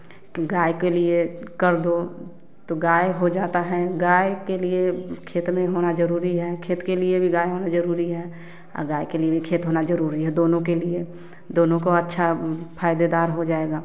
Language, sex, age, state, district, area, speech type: Hindi, female, 30-45, Bihar, Samastipur, rural, spontaneous